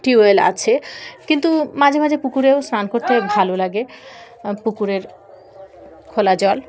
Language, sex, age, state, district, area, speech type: Bengali, female, 18-30, West Bengal, Dakshin Dinajpur, urban, spontaneous